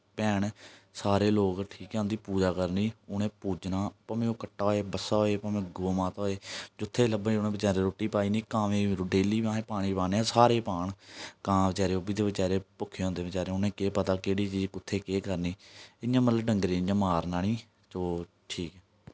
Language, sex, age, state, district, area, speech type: Dogri, male, 18-30, Jammu and Kashmir, Jammu, rural, spontaneous